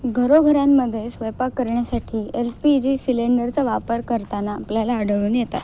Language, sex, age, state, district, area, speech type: Marathi, female, 18-30, Maharashtra, Nanded, rural, spontaneous